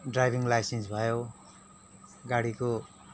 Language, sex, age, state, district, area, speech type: Nepali, male, 30-45, West Bengal, Kalimpong, rural, spontaneous